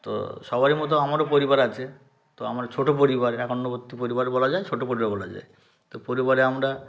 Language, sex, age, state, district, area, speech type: Bengali, male, 30-45, West Bengal, South 24 Parganas, rural, spontaneous